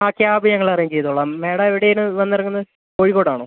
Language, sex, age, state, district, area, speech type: Malayalam, male, 18-30, Kerala, Wayanad, rural, conversation